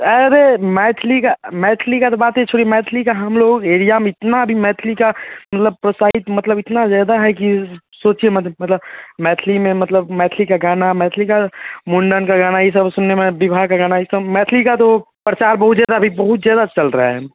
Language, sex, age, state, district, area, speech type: Hindi, male, 30-45, Bihar, Darbhanga, rural, conversation